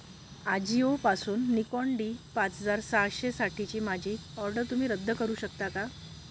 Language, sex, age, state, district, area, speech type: Marathi, female, 18-30, Maharashtra, Bhandara, rural, read